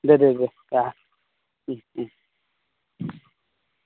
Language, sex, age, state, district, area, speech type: Assamese, male, 30-45, Assam, Darrang, rural, conversation